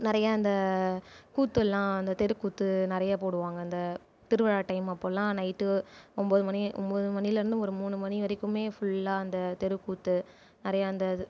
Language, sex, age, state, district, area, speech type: Tamil, female, 18-30, Tamil Nadu, Viluppuram, urban, spontaneous